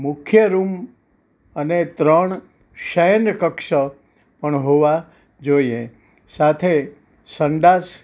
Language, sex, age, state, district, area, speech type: Gujarati, male, 60+, Gujarat, Kheda, rural, spontaneous